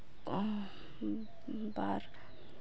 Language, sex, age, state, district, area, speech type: Santali, female, 18-30, Jharkhand, East Singhbhum, rural, spontaneous